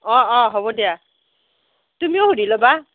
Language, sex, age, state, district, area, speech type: Assamese, female, 30-45, Assam, Nalbari, rural, conversation